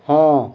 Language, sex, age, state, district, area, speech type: Odia, male, 60+, Odisha, Balasore, rural, read